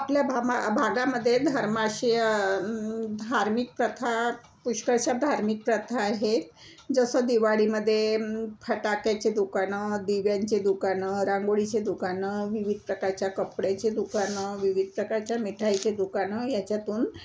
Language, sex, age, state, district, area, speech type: Marathi, female, 60+, Maharashtra, Nagpur, urban, spontaneous